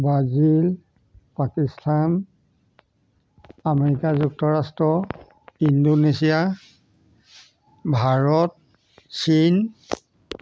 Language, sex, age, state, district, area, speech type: Assamese, male, 45-60, Assam, Jorhat, urban, spontaneous